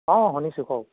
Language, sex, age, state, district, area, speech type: Assamese, male, 30-45, Assam, Jorhat, urban, conversation